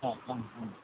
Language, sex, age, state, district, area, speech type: Malayalam, male, 60+, Kerala, Idukki, rural, conversation